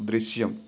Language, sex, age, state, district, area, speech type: Malayalam, male, 30-45, Kerala, Kottayam, rural, read